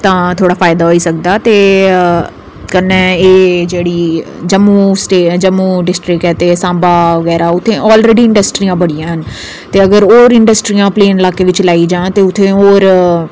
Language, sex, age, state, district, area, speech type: Dogri, female, 30-45, Jammu and Kashmir, Udhampur, urban, spontaneous